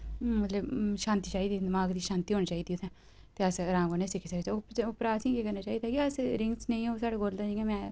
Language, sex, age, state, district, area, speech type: Dogri, female, 30-45, Jammu and Kashmir, Udhampur, urban, spontaneous